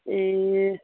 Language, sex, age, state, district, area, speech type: Nepali, female, 45-60, West Bengal, Darjeeling, rural, conversation